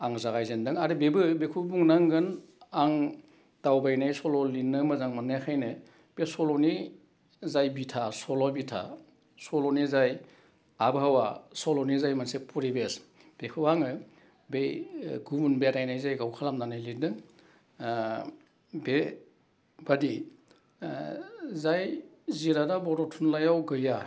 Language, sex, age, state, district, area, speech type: Bodo, male, 60+, Assam, Udalguri, urban, spontaneous